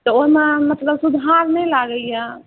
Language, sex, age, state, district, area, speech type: Maithili, female, 18-30, Bihar, Saharsa, urban, conversation